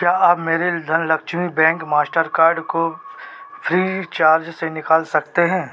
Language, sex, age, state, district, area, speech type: Hindi, male, 30-45, Madhya Pradesh, Seoni, urban, read